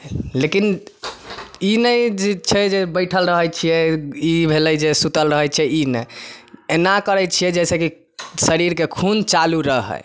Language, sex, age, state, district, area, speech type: Maithili, male, 18-30, Bihar, Samastipur, rural, spontaneous